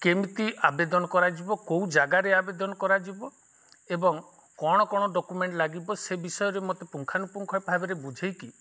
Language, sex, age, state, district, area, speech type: Odia, male, 45-60, Odisha, Nuapada, rural, spontaneous